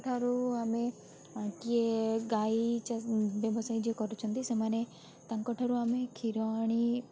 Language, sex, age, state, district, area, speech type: Odia, female, 45-60, Odisha, Bhadrak, rural, spontaneous